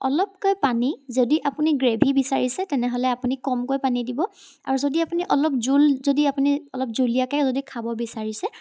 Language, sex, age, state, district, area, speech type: Assamese, female, 18-30, Assam, Charaideo, urban, spontaneous